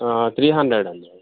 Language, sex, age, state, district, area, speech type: Telugu, male, 18-30, Telangana, Jangaon, rural, conversation